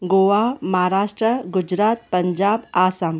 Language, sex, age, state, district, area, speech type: Sindhi, female, 30-45, Maharashtra, Thane, urban, spontaneous